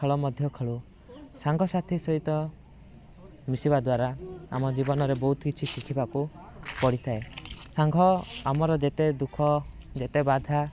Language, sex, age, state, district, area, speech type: Odia, male, 18-30, Odisha, Rayagada, rural, spontaneous